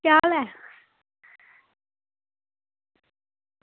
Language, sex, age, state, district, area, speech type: Dogri, female, 30-45, Jammu and Kashmir, Samba, rural, conversation